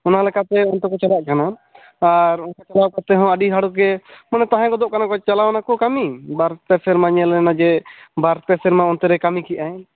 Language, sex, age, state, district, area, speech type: Santali, male, 18-30, West Bengal, Jhargram, rural, conversation